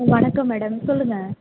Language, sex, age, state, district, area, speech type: Tamil, female, 18-30, Tamil Nadu, Mayiladuthurai, rural, conversation